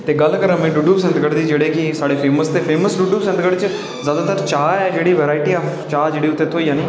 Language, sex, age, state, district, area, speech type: Dogri, male, 18-30, Jammu and Kashmir, Udhampur, rural, spontaneous